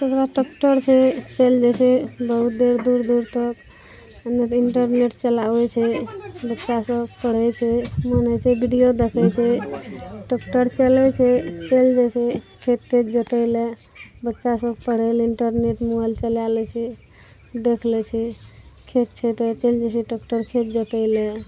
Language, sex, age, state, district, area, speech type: Maithili, male, 30-45, Bihar, Araria, rural, spontaneous